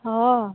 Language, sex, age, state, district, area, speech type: Assamese, female, 18-30, Assam, Udalguri, rural, conversation